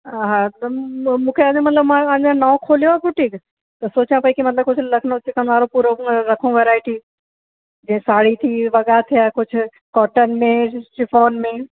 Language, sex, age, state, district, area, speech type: Sindhi, female, 45-60, Uttar Pradesh, Lucknow, urban, conversation